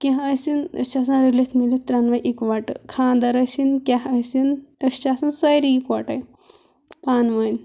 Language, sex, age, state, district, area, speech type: Kashmiri, female, 18-30, Jammu and Kashmir, Kulgam, rural, spontaneous